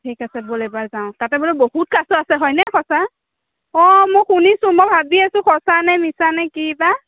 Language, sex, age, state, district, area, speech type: Assamese, female, 18-30, Assam, Sonitpur, urban, conversation